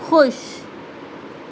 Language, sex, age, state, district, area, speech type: Urdu, female, 30-45, Delhi, Central Delhi, urban, read